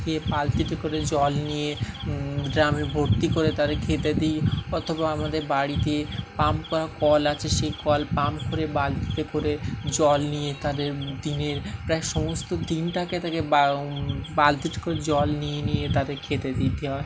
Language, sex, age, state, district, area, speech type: Bengali, male, 18-30, West Bengal, Dakshin Dinajpur, urban, spontaneous